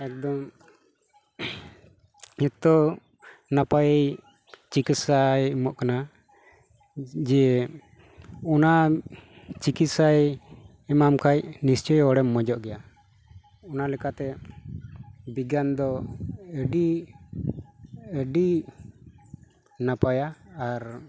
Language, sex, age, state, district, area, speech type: Santali, male, 45-60, West Bengal, Malda, rural, spontaneous